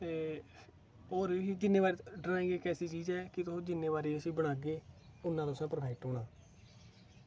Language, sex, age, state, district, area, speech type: Dogri, male, 18-30, Jammu and Kashmir, Kathua, rural, spontaneous